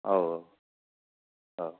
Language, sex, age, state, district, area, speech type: Bodo, male, 30-45, Assam, Kokrajhar, rural, conversation